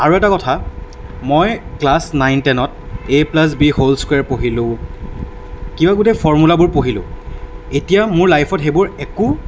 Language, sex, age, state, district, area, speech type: Assamese, male, 18-30, Assam, Darrang, rural, spontaneous